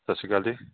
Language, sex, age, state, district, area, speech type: Punjabi, male, 30-45, Punjab, Kapurthala, urban, conversation